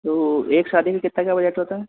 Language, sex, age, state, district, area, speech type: Hindi, male, 30-45, Madhya Pradesh, Harda, urban, conversation